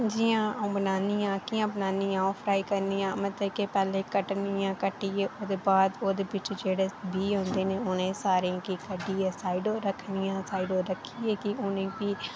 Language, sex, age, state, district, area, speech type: Dogri, female, 18-30, Jammu and Kashmir, Reasi, rural, spontaneous